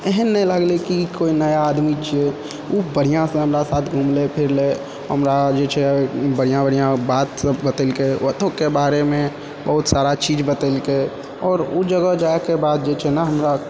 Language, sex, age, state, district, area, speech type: Maithili, male, 30-45, Bihar, Purnia, rural, spontaneous